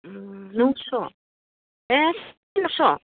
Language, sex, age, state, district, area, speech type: Bodo, female, 30-45, Assam, Udalguri, rural, conversation